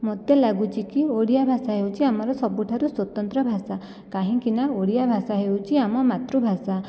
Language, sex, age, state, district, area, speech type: Odia, female, 18-30, Odisha, Jajpur, rural, spontaneous